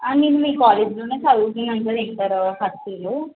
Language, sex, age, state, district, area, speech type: Telugu, female, 18-30, Andhra Pradesh, Konaseema, urban, conversation